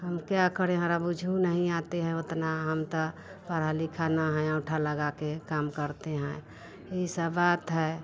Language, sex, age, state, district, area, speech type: Hindi, female, 45-60, Bihar, Vaishali, rural, spontaneous